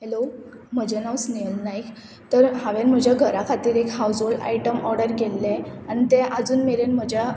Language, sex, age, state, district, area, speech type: Goan Konkani, female, 18-30, Goa, Murmgao, urban, spontaneous